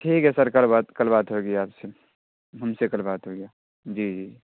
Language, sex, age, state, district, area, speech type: Urdu, male, 30-45, Bihar, Darbhanga, urban, conversation